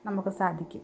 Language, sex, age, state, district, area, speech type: Malayalam, female, 18-30, Kerala, Palakkad, rural, spontaneous